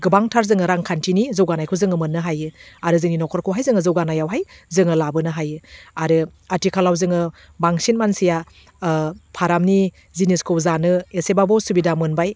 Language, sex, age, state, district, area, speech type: Bodo, female, 30-45, Assam, Udalguri, urban, spontaneous